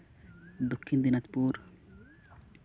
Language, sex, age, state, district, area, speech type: Santali, male, 18-30, West Bengal, Uttar Dinajpur, rural, spontaneous